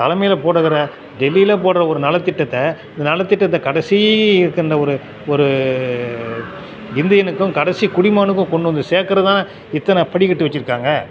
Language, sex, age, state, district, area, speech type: Tamil, male, 60+, Tamil Nadu, Cuddalore, urban, spontaneous